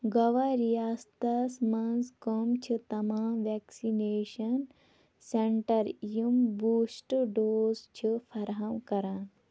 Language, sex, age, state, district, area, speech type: Kashmiri, female, 18-30, Jammu and Kashmir, Shopian, rural, read